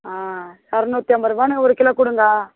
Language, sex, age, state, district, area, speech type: Tamil, female, 45-60, Tamil Nadu, Tiruvannamalai, rural, conversation